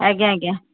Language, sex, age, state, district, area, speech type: Odia, female, 30-45, Odisha, Kendujhar, urban, conversation